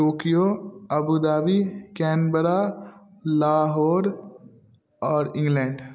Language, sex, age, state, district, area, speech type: Maithili, male, 18-30, Bihar, Darbhanga, rural, spontaneous